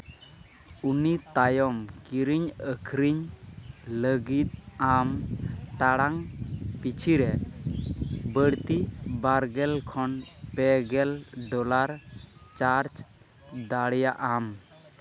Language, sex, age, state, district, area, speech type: Santali, male, 18-30, West Bengal, Malda, rural, read